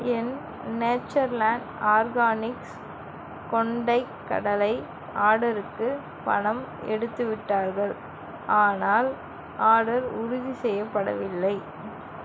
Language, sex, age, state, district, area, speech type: Tamil, female, 45-60, Tamil Nadu, Mayiladuthurai, urban, read